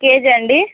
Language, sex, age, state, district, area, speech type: Telugu, female, 18-30, Telangana, Peddapalli, rural, conversation